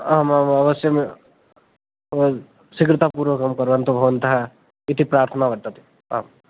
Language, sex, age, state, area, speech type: Sanskrit, male, 18-30, Rajasthan, rural, conversation